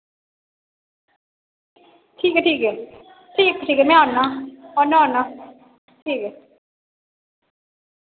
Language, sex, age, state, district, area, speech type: Dogri, female, 18-30, Jammu and Kashmir, Samba, rural, conversation